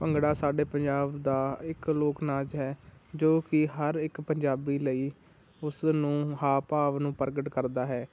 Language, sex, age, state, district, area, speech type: Punjabi, male, 18-30, Punjab, Muktsar, rural, spontaneous